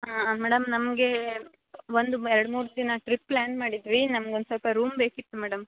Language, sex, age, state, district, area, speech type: Kannada, female, 30-45, Karnataka, Uttara Kannada, rural, conversation